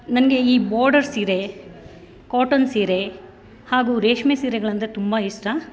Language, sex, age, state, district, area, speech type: Kannada, male, 30-45, Karnataka, Bangalore Rural, rural, spontaneous